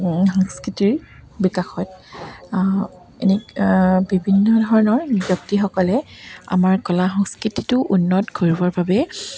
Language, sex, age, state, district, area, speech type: Assamese, female, 30-45, Assam, Dibrugarh, rural, spontaneous